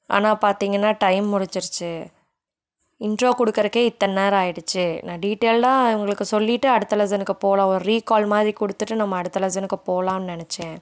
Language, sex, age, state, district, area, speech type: Tamil, female, 18-30, Tamil Nadu, Coimbatore, rural, spontaneous